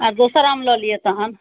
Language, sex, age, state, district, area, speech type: Maithili, female, 45-60, Bihar, Muzaffarpur, urban, conversation